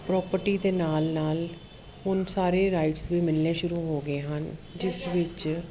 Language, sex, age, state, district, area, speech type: Punjabi, female, 30-45, Punjab, Jalandhar, urban, spontaneous